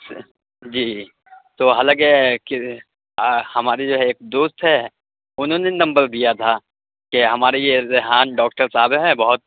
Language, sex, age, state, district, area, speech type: Urdu, male, 30-45, Delhi, Central Delhi, urban, conversation